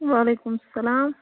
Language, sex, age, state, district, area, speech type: Kashmiri, female, 45-60, Jammu and Kashmir, Baramulla, rural, conversation